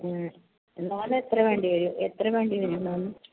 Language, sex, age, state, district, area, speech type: Malayalam, female, 45-60, Kerala, Kasaragod, rural, conversation